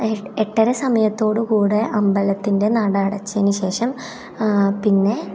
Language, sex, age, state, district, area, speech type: Malayalam, female, 18-30, Kerala, Thrissur, rural, spontaneous